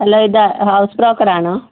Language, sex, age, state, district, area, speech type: Malayalam, female, 30-45, Kerala, Kannur, urban, conversation